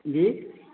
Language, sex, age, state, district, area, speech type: Hindi, male, 30-45, Uttar Pradesh, Prayagraj, rural, conversation